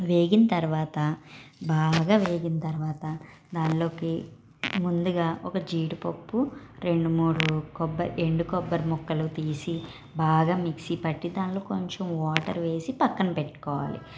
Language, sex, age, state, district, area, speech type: Telugu, female, 45-60, Andhra Pradesh, N T Rama Rao, rural, spontaneous